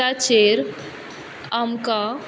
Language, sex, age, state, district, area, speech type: Goan Konkani, female, 18-30, Goa, Quepem, rural, spontaneous